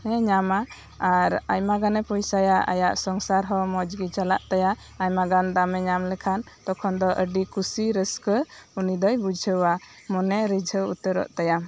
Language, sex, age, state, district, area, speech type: Santali, female, 18-30, West Bengal, Birbhum, rural, spontaneous